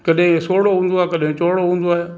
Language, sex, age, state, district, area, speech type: Sindhi, male, 60+, Gujarat, Kutch, rural, spontaneous